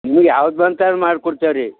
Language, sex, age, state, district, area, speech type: Kannada, male, 60+, Karnataka, Bidar, rural, conversation